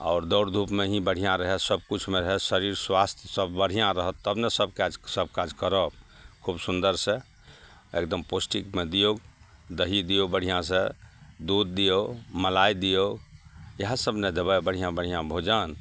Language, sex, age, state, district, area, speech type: Maithili, male, 60+, Bihar, Araria, rural, spontaneous